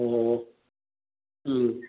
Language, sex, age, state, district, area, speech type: Manipuri, male, 45-60, Manipur, Kangpokpi, urban, conversation